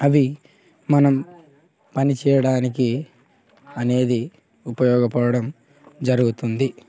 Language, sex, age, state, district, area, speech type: Telugu, male, 18-30, Telangana, Mancherial, rural, spontaneous